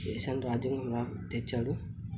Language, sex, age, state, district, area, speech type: Telugu, male, 30-45, Andhra Pradesh, Kadapa, rural, spontaneous